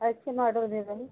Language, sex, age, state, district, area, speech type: Hindi, female, 30-45, Uttar Pradesh, Chandauli, rural, conversation